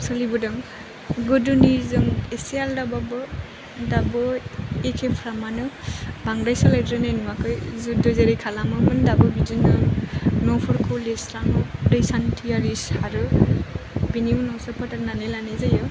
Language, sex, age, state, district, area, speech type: Bodo, female, 18-30, Assam, Chirang, rural, spontaneous